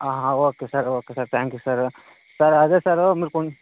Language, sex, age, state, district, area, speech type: Telugu, male, 18-30, Andhra Pradesh, Vizianagaram, rural, conversation